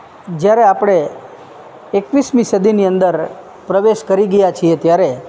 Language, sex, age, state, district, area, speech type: Gujarati, male, 30-45, Gujarat, Junagadh, rural, spontaneous